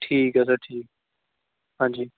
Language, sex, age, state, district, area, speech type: Punjabi, male, 18-30, Punjab, Fatehgarh Sahib, urban, conversation